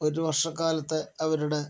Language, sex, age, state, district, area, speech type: Malayalam, male, 60+, Kerala, Palakkad, rural, spontaneous